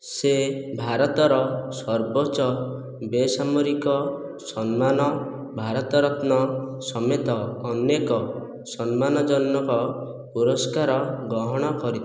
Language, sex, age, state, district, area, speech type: Odia, male, 18-30, Odisha, Khordha, rural, read